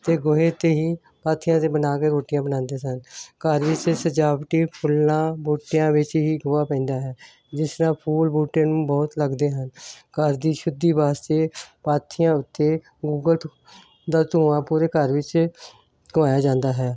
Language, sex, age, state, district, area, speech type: Punjabi, female, 60+, Punjab, Hoshiarpur, rural, spontaneous